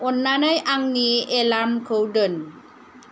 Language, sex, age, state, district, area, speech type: Bodo, female, 30-45, Assam, Kokrajhar, rural, read